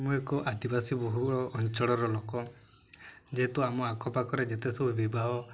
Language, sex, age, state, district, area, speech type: Odia, male, 18-30, Odisha, Mayurbhanj, rural, spontaneous